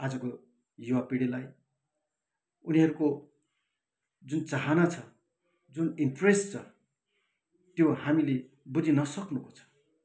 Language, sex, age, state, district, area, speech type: Nepali, male, 60+, West Bengal, Kalimpong, rural, spontaneous